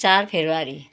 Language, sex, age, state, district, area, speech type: Nepali, female, 60+, West Bengal, Kalimpong, rural, spontaneous